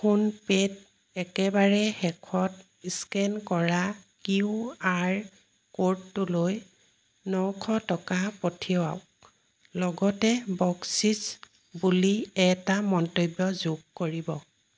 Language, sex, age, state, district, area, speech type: Assamese, female, 45-60, Assam, Jorhat, urban, read